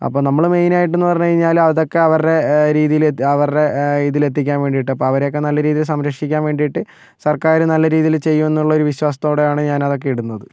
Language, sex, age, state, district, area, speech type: Malayalam, male, 30-45, Kerala, Kozhikode, urban, spontaneous